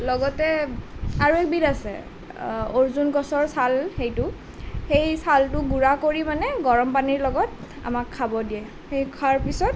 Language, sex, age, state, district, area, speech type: Assamese, female, 18-30, Assam, Nalbari, rural, spontaneous